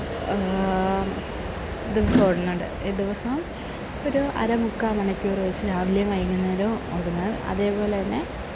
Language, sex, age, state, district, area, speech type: Malayalam, female, 18-30, Kerala, Kollam, rural, spontaneous